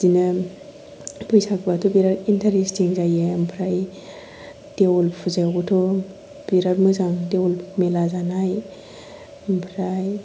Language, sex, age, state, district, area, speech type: Bodo, female, 18-30, Assam, Kokrajhar, urban, spontaneous